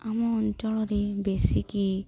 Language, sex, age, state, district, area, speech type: Odia, female, 18-30, Odisha, Nuapada, urban, spontaneous